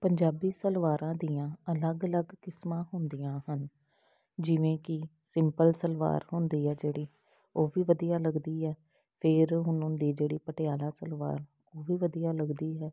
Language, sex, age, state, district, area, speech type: Punjabi, female, 30-45, Punjab, Jalandhar, urban, spontaneous